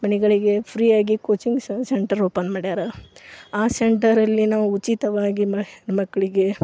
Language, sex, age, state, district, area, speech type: Kannada, female, 30-45, Karnataka, Gadag, rural, spontaneous